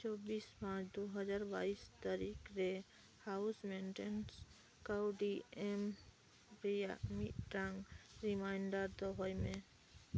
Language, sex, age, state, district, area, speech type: Santali, female, 30-45, West Bengal, Birbhum, rural, read